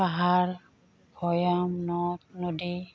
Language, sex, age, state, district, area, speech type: Assamese, female, 45-60, Assam, Udalguri, rural, spontaneous